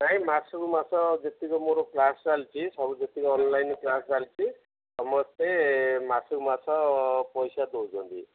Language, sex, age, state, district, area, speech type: Odia, male, 45-60, Odisha, Koraput, rural, conversation